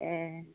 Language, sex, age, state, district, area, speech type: Bodo, female, 18-30, Assam, Baksa, rural, conversation